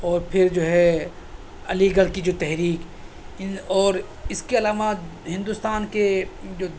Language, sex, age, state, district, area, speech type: Urdu, male, 30-45, Delhi, South Delhi, urban, spontaneous